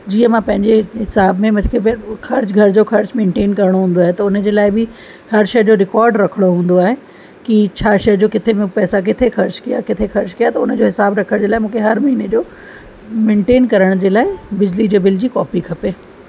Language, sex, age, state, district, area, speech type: Sindhi, female, 45-60, Uttar Pradesh, Lucknow, rural, spontaneous